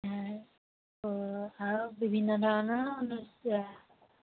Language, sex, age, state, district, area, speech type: Assamese, female, 18-30, Assam, Majuli, urban, conversation